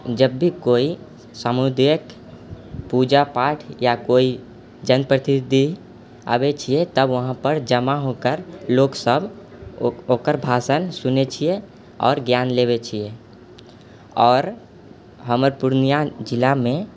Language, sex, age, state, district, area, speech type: Maithili, male, 18-30, Bihar, Purnia, rural, spontaneous